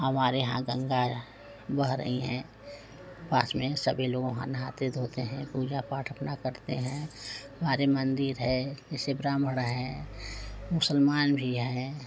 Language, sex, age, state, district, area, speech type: Hindi, female, 45-60, Uttar Pradesh, Prayagraj, rural, spontaneous